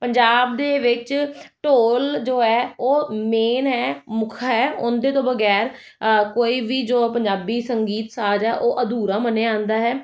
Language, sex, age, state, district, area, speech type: Punjabi, female, 30-45, Punjab, Jalandhar, urban, spontaneous